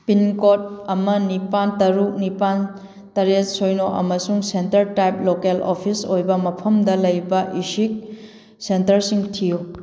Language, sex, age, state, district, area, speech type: Manipuri, female, 30-45, Manipur, Kakching, rural, read